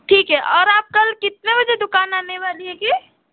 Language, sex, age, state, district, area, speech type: Hindi, female, 18-30, Madhya Pradesh, Seoni, urban, conversation